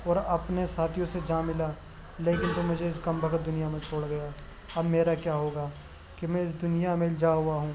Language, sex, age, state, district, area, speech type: Urdu, male, 18-30, Uttar Pradesh, Gautam Buddha Nagar, urban, spontaneous